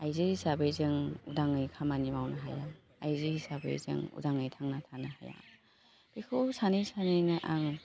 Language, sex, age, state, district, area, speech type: Bodo, female, 30-45, Assam, Baksa, rural, spontaneous